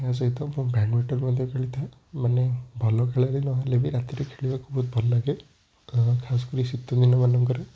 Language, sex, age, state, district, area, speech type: Odia, male, 18-30, Odisha, Puri, urban, spontaneous